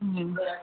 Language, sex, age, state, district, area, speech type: Tamil, female, 18-30, Tamil Nadu, Dharmapuri, rural, conversation